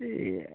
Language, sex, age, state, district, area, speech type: Hindi, male, 45-60, Uttar Pradesh, Prayagraj, rural, conversation